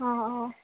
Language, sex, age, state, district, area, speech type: Assamese, female, 18-30, Assam, Majuli, urban, conversation